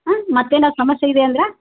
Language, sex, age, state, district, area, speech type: Kannada, female, 60+, Karnataka, Gulbarga, urban, conversation